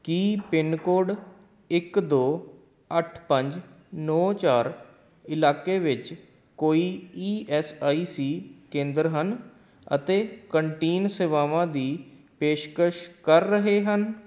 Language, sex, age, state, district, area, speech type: Punjabi, male, 30-45, Punjab, Kapurthala, urban, read